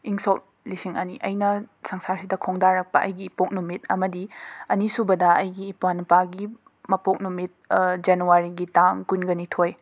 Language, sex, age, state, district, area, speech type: Manipuri, female, 30-45, Manipur, Imphal West, urban, spontaneous